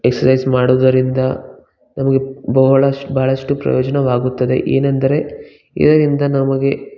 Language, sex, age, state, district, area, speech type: Kannada, male, 18-30, Karnataka, Bangalore Rural, rural, spontaneous